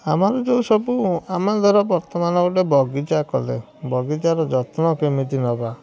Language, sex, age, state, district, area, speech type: Odia, male, 18-30, Odisha, Kendujhar, urban, spontaneous